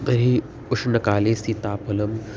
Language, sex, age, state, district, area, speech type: Sanskrit, male, 18-30, Maharashtra, Solapur, urban, spontaneous